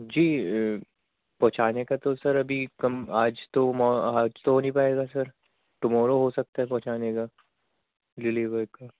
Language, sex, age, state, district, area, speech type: Urdu, male, 30-45, Delhi, Central Delhi, urban, conversation